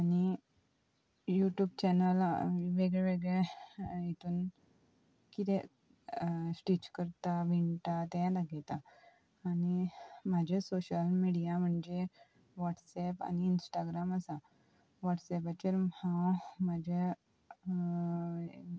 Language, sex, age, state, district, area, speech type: Goan Konkani, female, 18-30, Goa, Ponda, rural, spontaneous